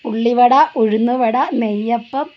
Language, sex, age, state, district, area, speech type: Malayalam, female, 18-30, Kerala, Kozhikode, rural, spontaneous